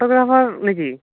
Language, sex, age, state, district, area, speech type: Assamese, male, 18-30, Assam, Barpeta, rural, conversation